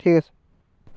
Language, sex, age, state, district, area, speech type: Assamese, male, 18-30, Assam, Biswanath, rural, spontaneous